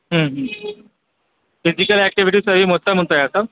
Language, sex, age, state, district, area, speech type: Telugu, male, 30-45, Andhra Pradesh, Krishna, urban, conversation